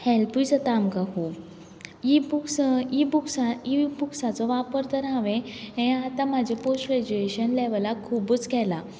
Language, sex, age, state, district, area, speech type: Goan Konkani, female, 18-30, Goa, Quepem, rural, spontaneous